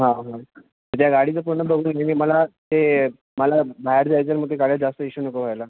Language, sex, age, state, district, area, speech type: Marathi, male, 18-30, Maharashtra, Thane, urban, conversation